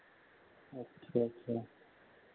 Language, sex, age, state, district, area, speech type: Hindi, male, 30-45, Uttar Pradesh, Lucknow, rural, conversation